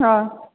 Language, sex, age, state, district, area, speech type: Odia, female, 45-60, Odisha, Sambalpur, rural, conversation